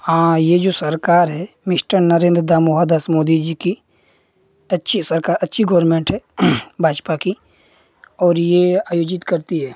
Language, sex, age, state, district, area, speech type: Hindi, male, 18-30, Uttar Pradesh, Ghazipur, urban, spontaneous